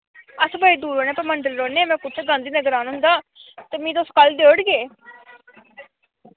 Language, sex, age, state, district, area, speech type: Dogri, female, 18-30, Jammu and Kashmir, Samba, rural, conversation